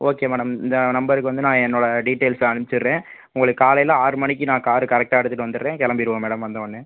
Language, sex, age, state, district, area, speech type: Tamil, male, 30-45, Tamil Nadu, Pudukkottai, rural, conversation